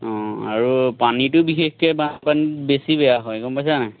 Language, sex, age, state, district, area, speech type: Assamese, male, 30-45, Assam, Majuli, urban, conversation